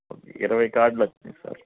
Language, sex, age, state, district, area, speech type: Telugu, male, 45-60, Andhra Pradesh, N T Rama Rao, urban, conversation